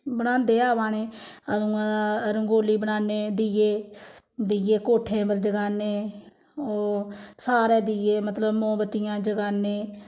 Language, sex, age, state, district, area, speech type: Dogri, female, 30-45, Jammu and Kashmir, Samba, rural, spontaneous